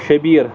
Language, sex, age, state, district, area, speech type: Kashmiri, male, 45-60, Jammu and Kashmir, Baramulla, rural, spontaneous